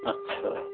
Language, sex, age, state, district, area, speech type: Hindi, male, 30-45, Uttar Pradesh, Prayagraj, rural, conversation